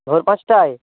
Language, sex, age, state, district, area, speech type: Bengali, male, 45-60, West Bengal, Paschim Medinipur, rural, conversation